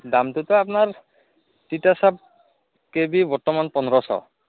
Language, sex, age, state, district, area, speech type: Assamese, male, 30-45, Assam, Udalguri, rural, conversation